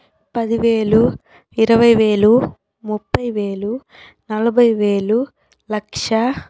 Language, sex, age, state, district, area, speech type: Telugu, female, 30-45, Andhra Pradesh, Chittoor, rural, spontaneous